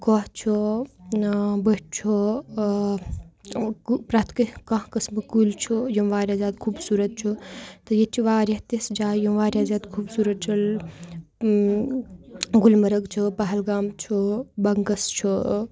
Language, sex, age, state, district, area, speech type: Kashmiri, female, 18-30, Jammu and Kashmir, Baramulla, rural, spontaneous